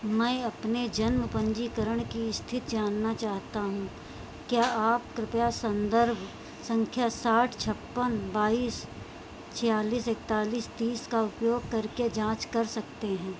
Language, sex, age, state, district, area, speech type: Hindi, female, 45-60, Uttar Pradesh, Sitapur, rural, read